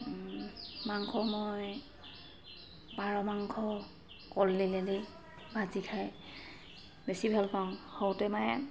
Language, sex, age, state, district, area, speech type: Assamese, female, 30-45, Assam, Sivasagar, urban, spontaneous